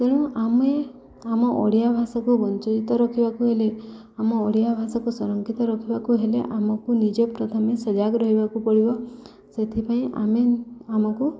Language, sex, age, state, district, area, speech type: Odia, female, 30-45, Odisha, Subarnapur, urban, spontaneous